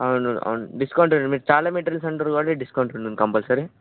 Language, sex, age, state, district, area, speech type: Telugu, male, 18-30, Telangana, Vikarabad, urban, conversation